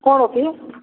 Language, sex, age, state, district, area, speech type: Odia, male, 45-60, Odisha, Nabarangpur, rural, conversation